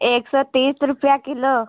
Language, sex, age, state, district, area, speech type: Hindi, female, 45-60, Uttar Pradesh, Lucknow, rural, conversation